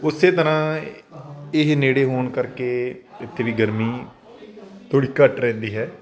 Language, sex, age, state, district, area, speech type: Punjabi, male, 30-45, Punjab, Faridkot, urban, spontaneous